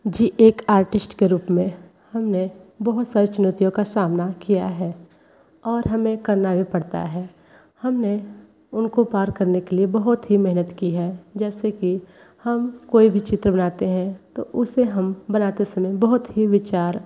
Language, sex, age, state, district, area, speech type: Hindi, female, 30-45, Uttar Pradesh, Sonbhadra, rural, spontaneous